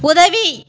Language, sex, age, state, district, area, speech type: Tamil, female, 30-45, Tamil Nadu, Tirupattur, rural, read